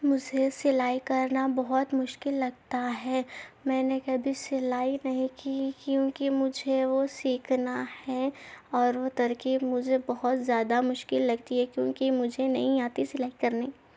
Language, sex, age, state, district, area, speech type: Urdu, female, 18-30, Telangana, Hyderabad, urban, spontaneous